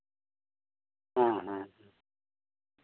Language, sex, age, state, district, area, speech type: Santali, male, 60+, West Bengal, Bankura, rural, conversation